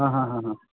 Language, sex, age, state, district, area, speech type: Marathi, male, 18-30, Maharashtra, Sangli, urban, conversation